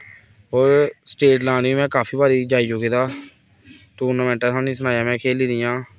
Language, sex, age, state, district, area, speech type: Dogri, male, 18-30, Jammu and Kashmir, Kathua, rural, spontaneous